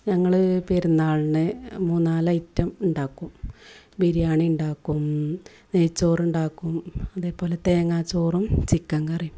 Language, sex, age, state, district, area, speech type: Malayalam, female, 30-45, Kerala, Malappuram, rural, spontaneous